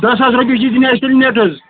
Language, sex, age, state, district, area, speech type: Kashmiri, male, 30-45, Jammu and Kashmir, Kupwara, rural, conversation